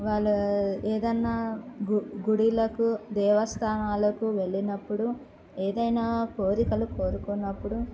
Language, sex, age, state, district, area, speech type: Telugu, female, 18-30, Andhra Pradesh, Kadapa, urban, spontaneous